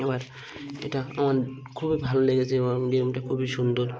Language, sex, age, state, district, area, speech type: Bengali, male, 45-60, West Bengal, Birbhum, urban, spontaneous